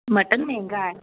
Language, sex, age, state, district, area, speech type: Hindi, female, 60+, Madhya Pradesh, Betul, urban, conversation